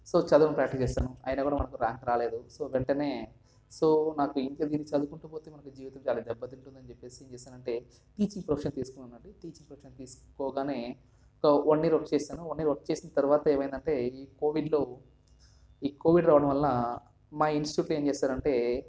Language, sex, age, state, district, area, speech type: Telugu, male, 18-30, Andhra Pradesh, Sri Balaji, rural, spontaneous